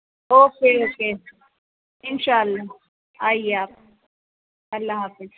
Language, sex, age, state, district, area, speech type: Urdu, female, 30-45, Uttar Pradesh, Rampur, urban, conversation